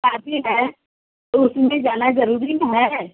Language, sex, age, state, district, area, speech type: Hindi, female, 45-60, Uttar Pradesh, Chandauli, rural, conversation